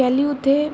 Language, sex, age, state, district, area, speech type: Dogri, female, 18-30, Jammu and Kashmir, Kathua, rural, spontaneous